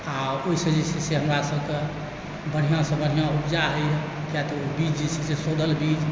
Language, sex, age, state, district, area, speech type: Maithili, male, 45-60, Bihar, Supaul, rural, spontaneous